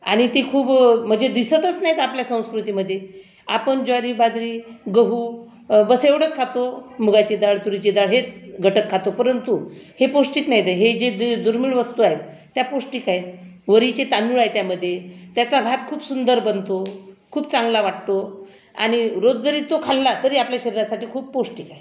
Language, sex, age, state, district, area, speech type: Marathi, female, 60+, Maharashtra, Akola, rural, spontaneous